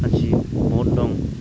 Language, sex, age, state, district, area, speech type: Bodo, male, 18-30, Assam, Udalguri, rural, spontaneous